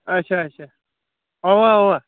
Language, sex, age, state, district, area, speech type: Kashmiri, male, 18-30, Jammu and Kashmir, Kulgam, rural, conversation